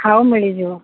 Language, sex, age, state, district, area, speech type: Odia, female, 45-60, Odisha, Sambalpur, rural, conversation